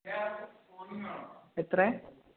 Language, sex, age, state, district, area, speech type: Malayalam, male, 18-30, Kerala, Malappuram, rural, conversation